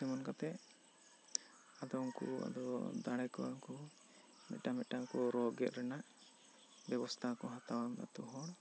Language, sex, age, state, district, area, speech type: Santali, male, 18-30, West Bengal, Bankura, rural, spontaneous